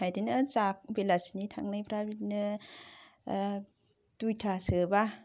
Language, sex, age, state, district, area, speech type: Bodo, female, 30-45, Assam, Kokrajhar, rural, spontaneous